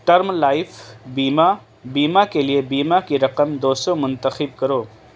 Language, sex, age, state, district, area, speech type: Urdu, male, 18-30, Delhi, East Delhi, urban, read